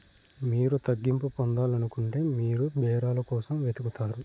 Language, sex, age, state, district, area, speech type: Telugu, male, 18-30, Andhra Pradesh, Nellore, rural, read